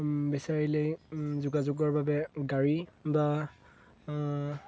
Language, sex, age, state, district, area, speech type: Assamese, male, 18-30, Assam, Golaghat, rural, spontaneous